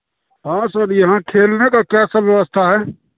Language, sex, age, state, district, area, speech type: Hindi, male, 30-45, Bihar, Madhepura, rural, conversation